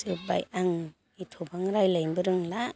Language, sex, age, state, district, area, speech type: Bodo, female, 60+, Assam, Chirang, rural, spontaneous